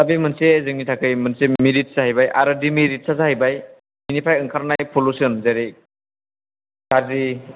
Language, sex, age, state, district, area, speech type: Bodo, male, 18-30, Assam, Chirang, rural, conversation